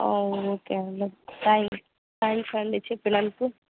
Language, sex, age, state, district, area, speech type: Telugu, female, 18-30, Telangana, Nirmal, rural, conversation